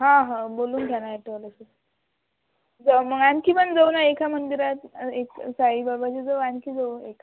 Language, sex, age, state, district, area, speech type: Marathi, female, 45-60, Maharashtra, Amravati, rural, conversation